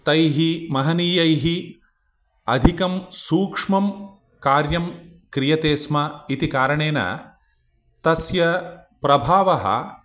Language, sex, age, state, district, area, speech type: Sanskrit, male, 45-60, Telangana, Ranga Reddy, urban, spontaneous